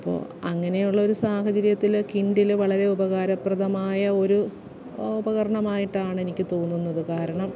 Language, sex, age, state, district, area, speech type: Malayalam, female, 30-45, Kerala, Alappuzha, rural, spontaneous